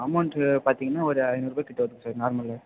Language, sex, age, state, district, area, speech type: Tamil, male, 18-30, Tamil Nadu, Ranipet, urban, conversation